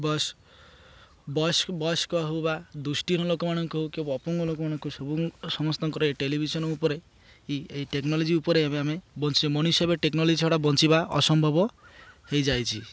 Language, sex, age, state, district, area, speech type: Odia, male, 30-45, Odisha, Malkangiri, urban, spontaneous